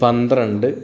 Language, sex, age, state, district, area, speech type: Malayalam, male, 30-45, Kerala, Wayanad, rural, spontaneous